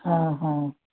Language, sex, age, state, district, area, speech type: Maithili, female, 60+, Bihar, Madhubani, rural, conversation